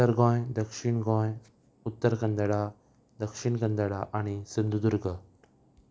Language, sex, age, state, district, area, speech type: Goan Konkani, male, 18-30, Goa, Ponda, rural, spontaneous